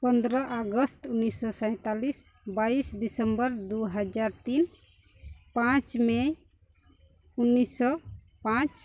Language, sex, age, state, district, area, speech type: Santali, female, 30-45, Jharkhand, Pakur, rural, spontaneous